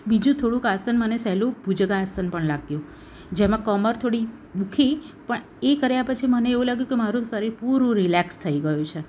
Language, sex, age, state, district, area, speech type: Gujarati, female, 30-45, Gujarat, Surat, urban, spontaneous